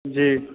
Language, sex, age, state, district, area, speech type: Maithili, male, 18-30, Bihar, Supaul, rural, conversation